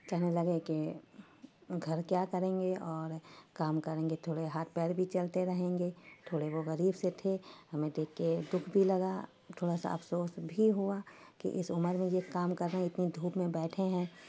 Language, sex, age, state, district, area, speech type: Urdu, female, 30-45, Uttar Pradesh, Shahjahanpur, urban, spontaneous